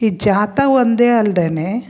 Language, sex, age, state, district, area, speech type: Kannada, female, 45-60, Karnataka, Koppal, rural, spontaneous